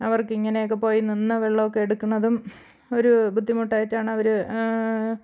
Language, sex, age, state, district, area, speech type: Malayalam, female, 45-60, Kerala, Thiruvananthapuram, rural, spontaneous